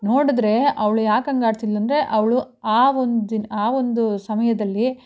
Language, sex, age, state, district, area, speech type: Kannada, female, 30-45, Karnataka, Mandya, rural, spontaneous